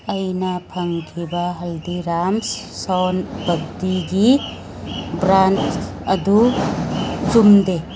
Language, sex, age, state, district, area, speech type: Manipuri, female, 60+, Manipur, Churachandpur, urban, read